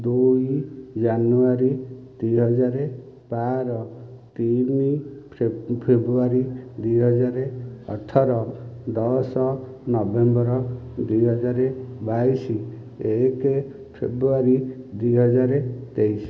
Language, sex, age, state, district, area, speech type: Odia, male, 45-60, Odisha, Dhenkanal, rural, spontaneous